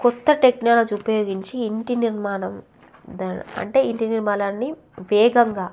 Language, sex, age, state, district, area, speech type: Telugu, female, 18-30, Telangana, Jagtial, rural, spontaneous